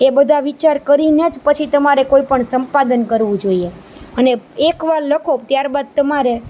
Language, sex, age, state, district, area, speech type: Gujarati, female, 30-45, Gujarat, Rajkot, urban, spontaneous